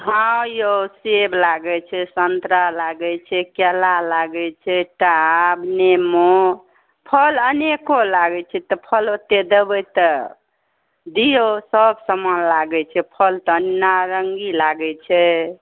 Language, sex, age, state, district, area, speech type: Maithili, female, 30-45, Bihar, Saharsa, rural, conversation